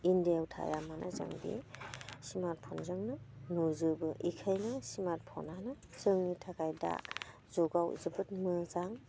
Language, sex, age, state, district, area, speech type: Bodo, female, 45-60, Assam, Udalguri, rural, spontaneous